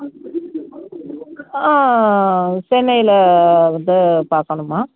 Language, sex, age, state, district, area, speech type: Tamil, female, 60+, Tamil Nadu, Tenkasi, urban, conversation